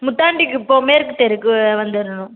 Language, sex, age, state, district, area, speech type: Tamil, female, 18-30, Tamil Nadu, Cuddalore, rural, conversation